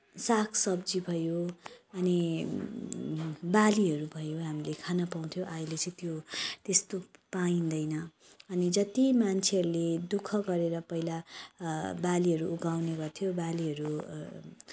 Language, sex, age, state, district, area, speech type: Nepali, female, 30-45, West Bengal, Kalimpong, rural, spontaneous